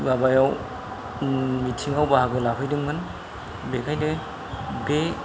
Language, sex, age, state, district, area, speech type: Bodo, male, 45-60, Assam, Kokrajhar, rural, spontaneous